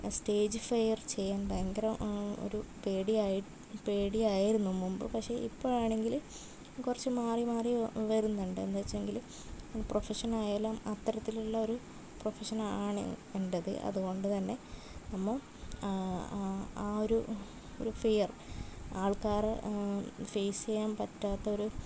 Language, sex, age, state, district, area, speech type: Malayalam, female, 30-45, Kerala, Kasaragod, rural, spontaneous